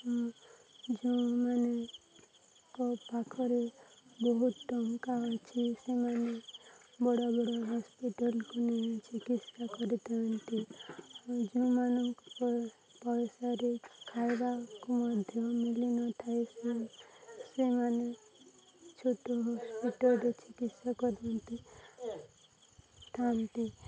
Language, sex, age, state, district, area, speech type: Odia, female, 18-30, Odisha, Nuapada, urban, spontaneous